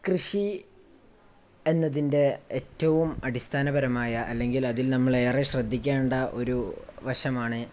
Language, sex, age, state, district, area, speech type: Malayalam, male, 18-30, Kerala, Kozhikode, rural, spontaneous